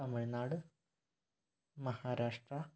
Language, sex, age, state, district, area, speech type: Malayalam, male, 18-30, Kerala, Kottayam, rural, spontaneous